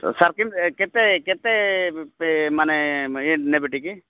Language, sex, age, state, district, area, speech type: Odia, male, 45-60, Odisha, Rayagada, rural, conversation